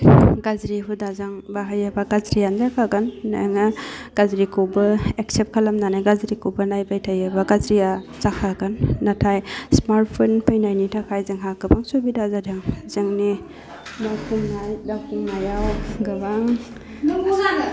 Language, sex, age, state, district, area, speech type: Bodo, female, 30-45, Assam, Udalguri, urban, spontaneous